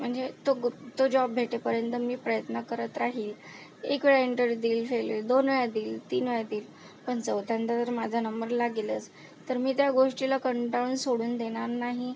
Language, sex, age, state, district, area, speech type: Marathi, female, 30-45, Maharashtra, Akola, rural, spontaneous